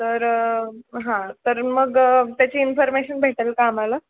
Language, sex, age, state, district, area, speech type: Marathi, female, 18-30, Maharashtra, Buldhana, rural, conversation